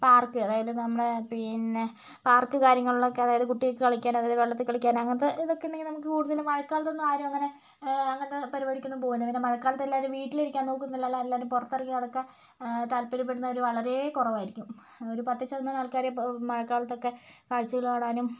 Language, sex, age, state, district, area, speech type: Malayalam, female, 45-60, Kerala, Kozhikode, urban, spontaneous